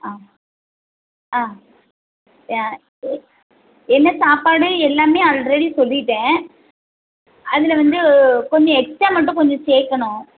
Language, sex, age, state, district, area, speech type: Tamil, female, 30-45, Tamil Nadu, Tirunelveli, urban, conversation